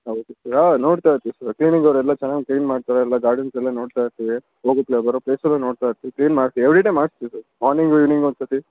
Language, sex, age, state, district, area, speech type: Kannada, male, 60+, Karnataka, Davanagere, rural, conversation